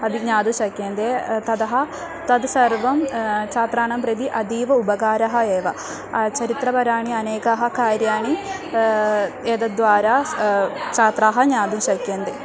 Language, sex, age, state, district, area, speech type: Sanskrit, female, 18-30, Kerala, Thrissur, rural, spontaneous